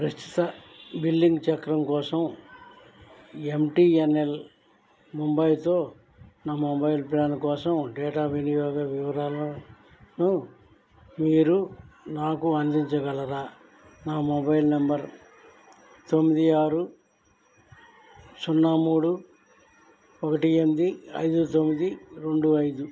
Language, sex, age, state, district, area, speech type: Telugu, male, 60+, Andhra Pradesh, N T Rama Rao, urban, read